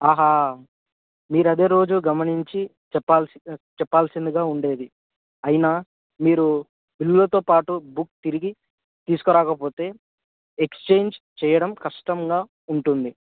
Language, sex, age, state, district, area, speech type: Telugu, male, 18-30, Telangana, Nagarkurnool, rural, conversation